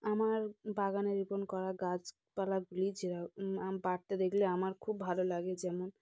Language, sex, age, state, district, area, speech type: Bengali, female, 30-45, West Bengal, South 24 Parganas, rural, spontaneous